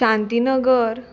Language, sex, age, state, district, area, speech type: Goan Konkani, female, 18-30, Goa, Murmgao, urban, spontaneous